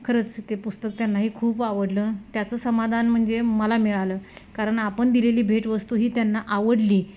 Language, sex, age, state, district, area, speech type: Marathi, female, 30-45, Maharashtra, Satara, rural, spontaneous